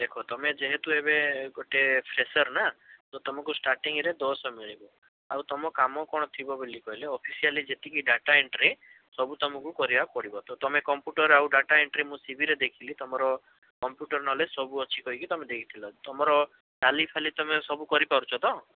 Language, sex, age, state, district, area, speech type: Odia, male, 18-30, Odisha, Bhadrak, rural, conversation